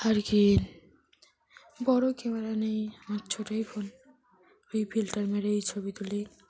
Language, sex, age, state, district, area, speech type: Bengali, female, 18-30, West Bengal, Dakshin Dinajpur, urban, spontaneous